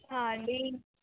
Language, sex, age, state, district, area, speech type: Telugu, female, 18-30, Telangana, Hyderabad, urban, conversation